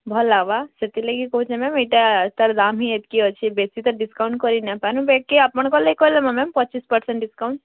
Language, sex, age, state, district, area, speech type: Odia, female, 18-30, Odisha, Bargarh, urban, conversation